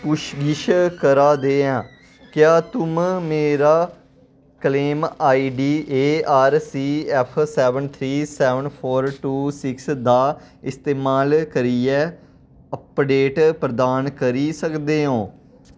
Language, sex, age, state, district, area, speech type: Dogri, male, 18-30, Jammu and Kashmir, Kathua, rural, read